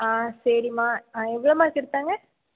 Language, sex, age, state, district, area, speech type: Tamil, female, 18-30, Tamil Nadu, Mayiladuthurai, rural, conversation